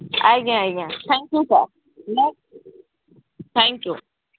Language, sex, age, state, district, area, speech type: Odia, female, 30-45, Odisha, Sambalpur, rural, conversation